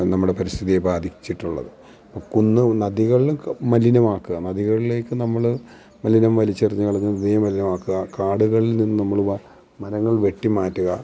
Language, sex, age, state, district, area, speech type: Malayalam, male, 45-60, Kerala, Alappuzha, rural, spontaneous